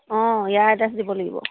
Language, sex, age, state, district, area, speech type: Assamese, female, 18-30, Assam, Sivasagar, rural, conversation